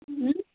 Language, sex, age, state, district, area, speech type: Kannada, female, 18-30, Karnataka, Hassan, rural, conversation